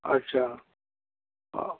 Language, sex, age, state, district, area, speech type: Hindi, male, 45-60, Uttar Pradesh, Prayagraj, rural, conversation